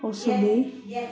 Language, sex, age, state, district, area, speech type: Punjabi, female, 30-45, Punjab, Ludhiana, urban, spontaneous